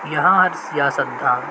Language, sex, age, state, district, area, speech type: Urdu, male, 18-30, Delhi, South Delhi, urban, spontaneous